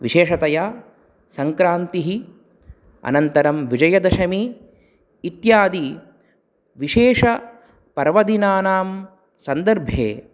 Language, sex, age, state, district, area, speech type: Sanskrit, male, 30-45, Telangana, Nizamabad, urban, spontaneous